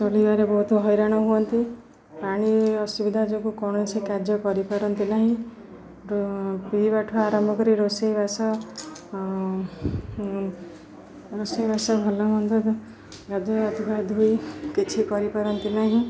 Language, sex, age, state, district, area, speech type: Odia, female, 30-45, Odisha, Jagatsinghpur, rural, spontaneous